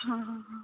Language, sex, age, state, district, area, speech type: Marathi, female, 18-30, Maharashtra, Ratnagiri, rural, conversation